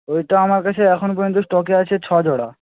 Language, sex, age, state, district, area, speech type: Bengali, male, 18-30, West Bengal, Jhargram, rural, conversation